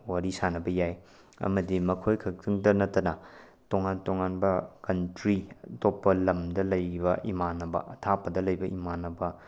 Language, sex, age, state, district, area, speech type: Manipuri, male, 18-30, Manipur, Tengnoupal, rural, spontaneous